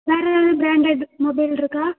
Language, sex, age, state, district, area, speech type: Tamil, female, 18-30, Tamil Nadu, Thanjavur, rural, conversation